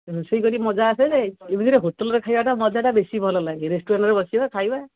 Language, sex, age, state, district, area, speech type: Odia, female, 45-60, Odisha, Angul, rural, conversation